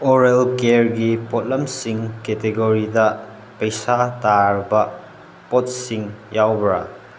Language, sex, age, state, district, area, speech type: Manipuri, male, 30-45, Manipur, Chandel, rural, read